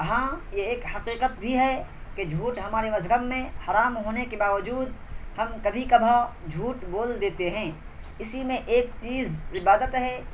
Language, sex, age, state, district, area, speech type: Urdu, male, 18-30, Bihar, Purnia, rural, spontaneous